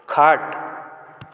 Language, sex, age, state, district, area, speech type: Goan Konkani, male, 60+, Goa, Canacona, rural, read